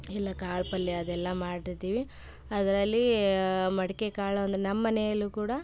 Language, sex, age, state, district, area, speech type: Kannada, female, 18-30, Karnataka, Koppal, rural, spontaneous